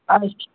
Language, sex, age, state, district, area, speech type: Sindhi, female, 45-60, Gujarat, Surat, urban, conversation